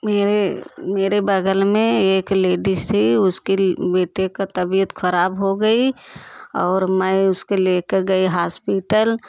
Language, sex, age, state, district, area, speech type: Hindi, female, 30-45, Uttar Pradesh, Jaunpur, rural, spontaneous